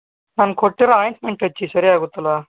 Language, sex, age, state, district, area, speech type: Kannada, male, 18-30, Karnataka, Davanagere, rural, conversation